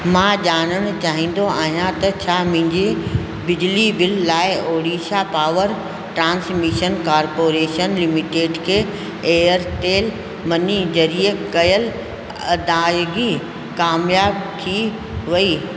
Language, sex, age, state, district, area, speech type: Sindhi, female, 60+, Rajasthan, Ajmer, urban, read